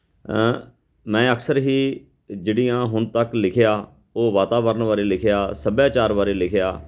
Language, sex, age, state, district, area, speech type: Punjabi, male, 45-60, Punjab, Fatehgarh Sahib, urban, spontaneous